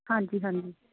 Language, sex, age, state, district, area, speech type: Punjabi, female, 18-30, Punjab, Mohali, urban, conversation